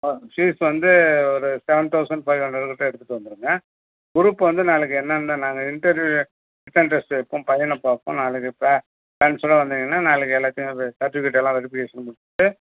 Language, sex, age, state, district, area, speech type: Tamil, male, 60+, Tamil Nadu, Cuddalore, urban, conversation